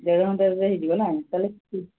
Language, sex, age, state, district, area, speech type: Odia, female, 45-60, Odisha, Sundergarh, rural, conversation